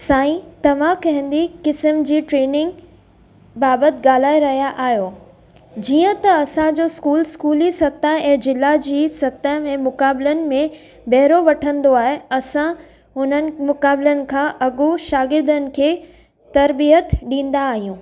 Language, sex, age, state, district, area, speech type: Sindhi, female, 30-45, Gujarat, Kutch, urban, read